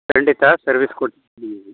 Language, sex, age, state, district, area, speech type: Kannada, male, 45-60, Karnataka, Chikkaballapur, urban, conversation